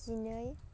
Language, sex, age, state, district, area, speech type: Bodo, female, 18-30, Assam, Baksa, rural, spontaneous